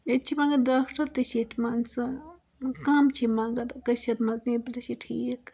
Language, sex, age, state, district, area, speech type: Kashmiri, female, 18-30, Jammu and Kashmir, Srinagar, rural, spontaneous